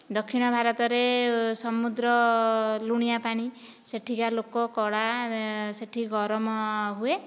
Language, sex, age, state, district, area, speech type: Odia, female, 45-60, Odisha, Dhenkanal, rural, spontaneous